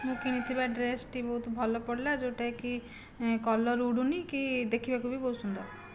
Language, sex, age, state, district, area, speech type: Odia, female, 18-30, Odisha, Jajpur, rural, spontaneous